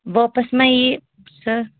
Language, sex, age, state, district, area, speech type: Kashmiri, female, 18-30, Jammu and Kashmir, Anantnag, rural, conversation